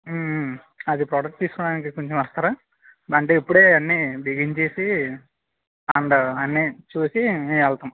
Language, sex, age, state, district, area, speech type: Telugu, male, 30-45, Andhra Pradesh, Alluri Sitarama Raju, rural, conversation